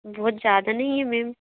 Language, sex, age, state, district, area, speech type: Hindi, female, 60+, Madhya Pradesh, Bhopal, urban, conversation